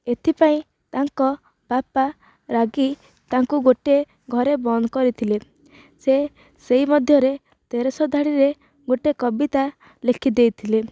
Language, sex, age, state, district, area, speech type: Odia, female, 18-30, Odisha, Nayagarh, rural, spontaneous